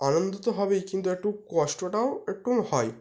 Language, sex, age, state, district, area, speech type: Bengali, male, 18-30, West Bengal, North 24 Parganas, urban, spontaneous